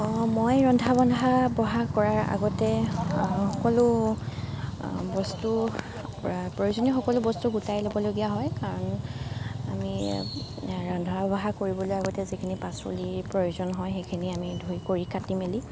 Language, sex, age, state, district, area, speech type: Assamese, female, 45-60, Assam, Nagaon, rural, spontaneous